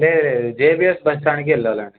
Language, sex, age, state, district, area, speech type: Telugu, male, 18-30, Telangana, Kamareddy, urban, conversation